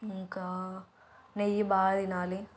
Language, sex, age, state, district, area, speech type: Telugu, female, 18-30, Telangana, Nirmal, rural, spontaneous